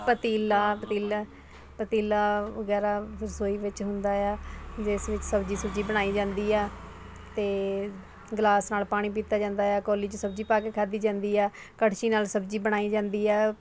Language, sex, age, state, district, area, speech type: Punjabi, female, 30-45, Punjab, Ludhiana, urban, spontaneous